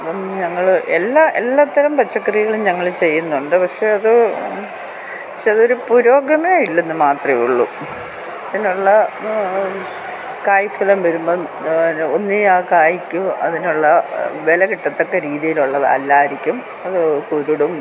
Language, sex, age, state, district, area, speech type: Malayalam, female, 60+, Kerala, Kottayam, urban, spontaneous